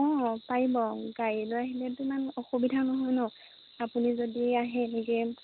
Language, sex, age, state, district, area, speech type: Assamese, female, 18-30, Assam, Majuli, urban, conversation